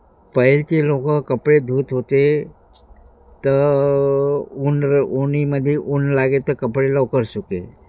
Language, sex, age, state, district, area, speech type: Marathi, male, 60+, Maharashtra, Wardha, rural, spontaneous